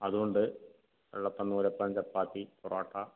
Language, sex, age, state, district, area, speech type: Malayalam, male, 30-45, Kerala, Malappuram, rural, conversation